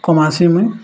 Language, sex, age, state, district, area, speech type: Odia, male, 18-30, Odisha, Bargarh, urban, spontaneous